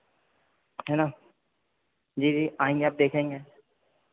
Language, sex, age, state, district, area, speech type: Hindi, male, 30-45, Madhya Pradesh, Harda, urban, conversation